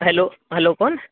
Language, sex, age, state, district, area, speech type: Marathi, male, 18-30, Maharashtra, Gadchiroli, rural, conversation